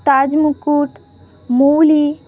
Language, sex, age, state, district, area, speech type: Bengali, female, 18-30, West Bengal, Malda, urban, spontaneous